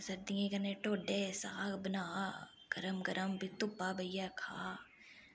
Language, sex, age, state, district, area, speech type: Dogri, female, 30-45, Jammu and Kashmir, Reasi, rural, spontaneous